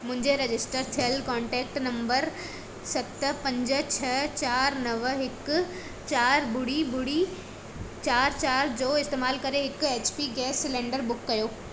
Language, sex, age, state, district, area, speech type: Sindhi, female, 18-30, Madhya Pradesh, Katni, rural, read